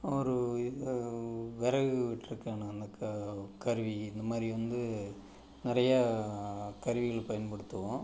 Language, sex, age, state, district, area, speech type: Tamil, male, 45-60, Tamil Nadu, Tiruppur, rural, spontaneous